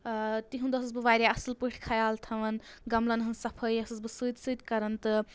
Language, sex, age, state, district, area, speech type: Kashmiri, female, 18-30, Jammu and Kashmir, Anantnag, rural, spontaneous